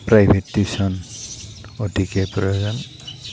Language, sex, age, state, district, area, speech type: Assamese, male, 45-60, Assam, Goalpara, urban, spontaneous